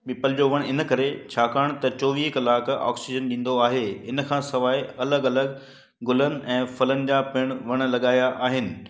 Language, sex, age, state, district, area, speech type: Sindhi, male, 60+, Gujarat, Kutch, urban, spontaneous